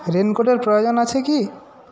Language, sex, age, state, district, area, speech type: Bengali, male, 45-60, West Bengal, Jhargram, rural, read